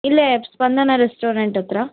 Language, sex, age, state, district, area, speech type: Kannada, female, 18-30, Karnataka, Davanagere, rural, conversation